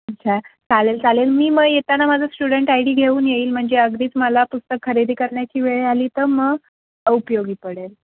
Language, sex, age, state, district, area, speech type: Marathi, female, 18-30, Maharashtra, Ratnagiri, urban, conversation